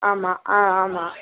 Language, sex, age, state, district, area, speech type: Tamil, female, 60+, Tamil Nadu, Madurai, rural, conversation